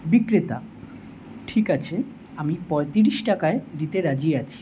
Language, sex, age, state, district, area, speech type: Bengali, male, 18-30, West Bengal, Kolkata, urban, read